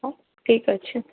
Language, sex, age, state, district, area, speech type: Odia, female, 45-60, Odisha, Sundergarh, rural, conversation